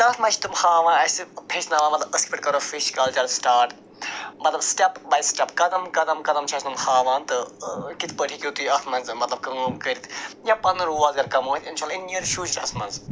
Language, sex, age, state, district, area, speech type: Kashmiri, male, 45-60, Jammu and Kashmir, Budgam, rural, spontaneous